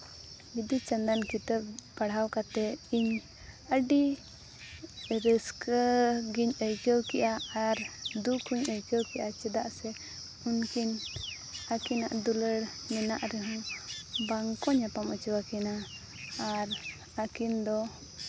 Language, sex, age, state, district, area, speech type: Santali, female, 18-30, Jharkhand, Seraikela Kharsawan, rural, spontaneous